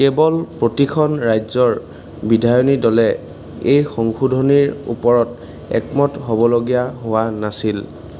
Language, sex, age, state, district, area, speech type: Assamese, male, 18-30, Assam, Jorhat, urban, read